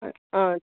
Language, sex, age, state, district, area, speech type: Tamil, male, 18-30, Tamil Nadu, Kallakurichi, rural, conversation